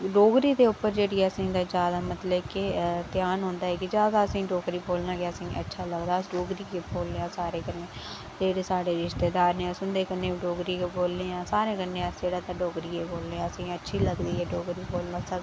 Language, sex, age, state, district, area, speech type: Dogri, female, 18-30, Jammu and Kashmir, Reasi, rural, spontaneous